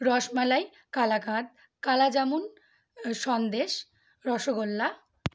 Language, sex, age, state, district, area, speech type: Bengali, female, 18-30, West Bengal, Uttar Dinajpur, urban, spontaneous